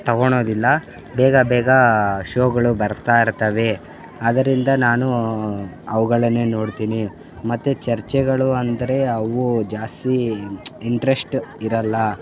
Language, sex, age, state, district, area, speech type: Kannada, male, 18-30, Karnataka, Chikkaballapur, rural, spontaneous